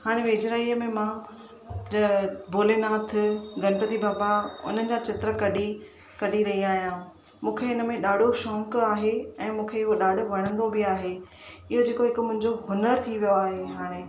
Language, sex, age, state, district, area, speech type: Sindhi, female, 30-45, Maharashtra, Thane, urban, spontaneous